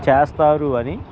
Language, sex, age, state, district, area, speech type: Telugu, male, 45-60, Andhra Pradesh, Guntur, rural, spontaneous